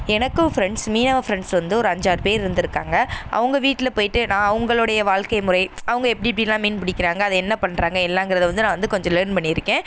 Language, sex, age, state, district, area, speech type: Tamil, female, 18-30, Tamil Nadu, Sivaganga, rural, spontaneous